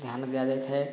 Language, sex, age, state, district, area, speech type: Odia, male, 30-45, Odisha, Boudh, rural, spontaneous